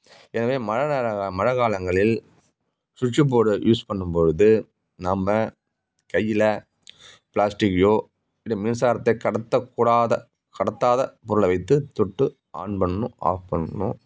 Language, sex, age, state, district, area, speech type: Tamil, male, 45-60, Tamil Nadu, Nagapattinam, rural, spontaneous